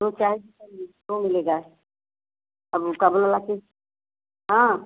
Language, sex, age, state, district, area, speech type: Hindi, female, 60+, Uttar Pradesh, Chandauli, rural, conversation